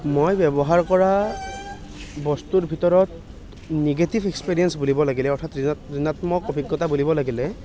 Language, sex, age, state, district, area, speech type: Assamese, male, 18-30, Assam, Nalbari, rural, spontaneous